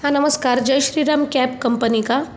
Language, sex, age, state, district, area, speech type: Marathi, female, 30-45, Maharashtra, Sindhudurg, rural, spontaneous